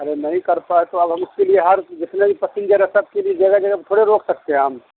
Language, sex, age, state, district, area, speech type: Urdu, male, 45-60, Bihar, Khagaria, rural, conversation